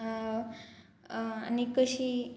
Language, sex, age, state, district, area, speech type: Goan Konkani, female, 18-30, Goa, Murmgao, rural, spontaneous